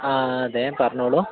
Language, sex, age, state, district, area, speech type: Malayalam, male, 18-30, Kerala, Wayanad, rural, conversation